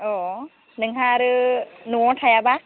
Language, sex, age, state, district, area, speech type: Bodo, female, 18-30, Assam, Baksa, rural, conversation